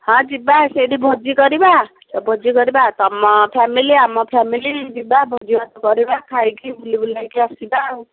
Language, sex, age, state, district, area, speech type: Odia, female, 60+, Odisha, Jharsuguda, rural, conversation